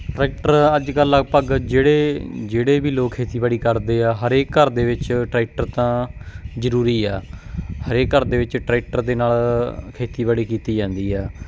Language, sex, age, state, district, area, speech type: Punjabi, male, 30-45, Punjab, Bathinda, rural, spontaneous